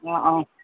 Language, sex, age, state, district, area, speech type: Assamese, female, 45-60, Assam, Udalguri, rural, conversation